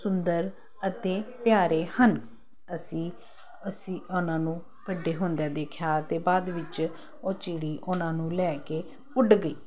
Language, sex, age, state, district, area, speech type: Punjabi, female, 45-60, Punjab, Kapurthala, urban, spontaneous